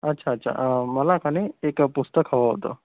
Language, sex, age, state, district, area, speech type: Marathi, male, 30-45, Maharashtra, Akola, rural, conversation